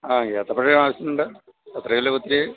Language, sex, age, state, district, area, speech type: Malayalam, male, 45-60, Kerala, Idukki, rural, conversation